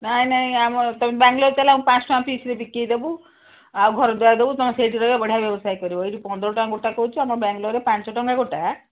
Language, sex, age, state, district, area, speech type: Odia, female, 60+, Odisha, Gajapati, rural, conversation